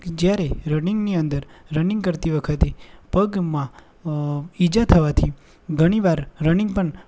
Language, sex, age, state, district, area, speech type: Gujarati, male, 18-30, Gujarat, Anand, rural, spontaneous